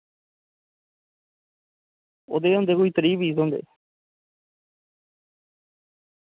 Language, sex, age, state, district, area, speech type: Dogri, male, 30-45, Jammu and Kashmir, Reasi, rural, conversation